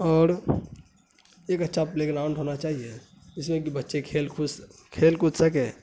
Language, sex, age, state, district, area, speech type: Urdu, male, 18-30, Bihar, Saharsa, rural, spontaneous